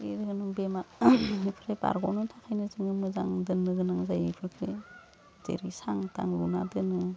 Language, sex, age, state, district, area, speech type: Bodo, female, 45-60, Assam, Udalguri, rural, spontaneous